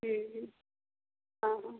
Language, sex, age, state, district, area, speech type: Odia, female, 45-60, Odisha, Gajapati, rural, conversation